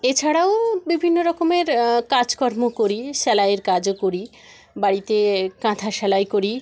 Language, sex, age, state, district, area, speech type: Bengali, female, 30-45, West Bengal, Jalpaiguri, rural, spontaneous